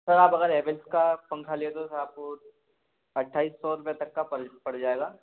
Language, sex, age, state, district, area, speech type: Hindi, male, 18-30, Madhya Pradesh, Gwalior, urban, conversation